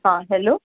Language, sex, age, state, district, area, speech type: Odia, female, 60+, Odisha, Gajapati, rural, conversation